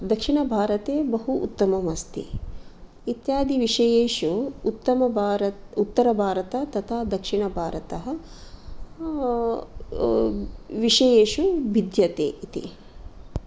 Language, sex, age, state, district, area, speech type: Sanskrit, female, 45-60, Karnataka, Dakshina Kannada, urban, spontaneous